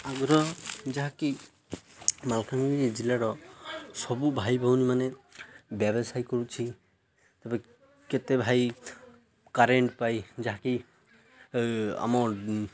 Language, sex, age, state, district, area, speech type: Odia, male, 18-30, Odisha, Malkangiri, urban, spontaneous